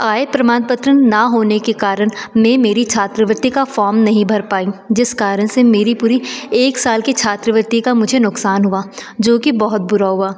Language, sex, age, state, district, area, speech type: Hindi, female, 30-45, Madhya Pradesh, Betul, urban, spontaneous